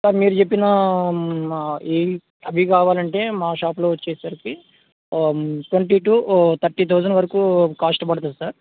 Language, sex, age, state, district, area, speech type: Telugu, male, 18-30, Telangana, Khammam, urban, conversation